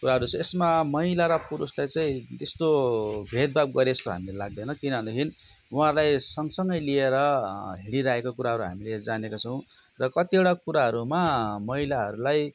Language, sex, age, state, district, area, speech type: Nepali, male, 45-60, West Bengal, Darjeeling, rural, spontaneous